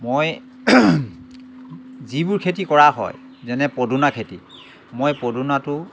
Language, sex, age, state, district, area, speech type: Assamese, male, 60+, Assam, Lakhimpur, urban, spontaneous